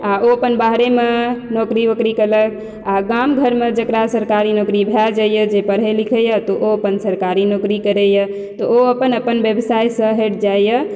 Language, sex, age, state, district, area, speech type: Maithili, female, 18-30, Bihar, Supaul, rural, spontaneous